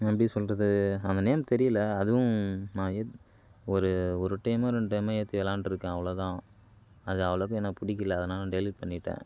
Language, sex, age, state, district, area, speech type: Tamil, male, 18-30, Tamil Nadu, Kallakurichi, urban, spontaneous